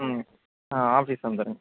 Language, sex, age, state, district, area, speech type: Tamil, male, 18-30, Tamil Nadu, Tiruvarur, urban, conversation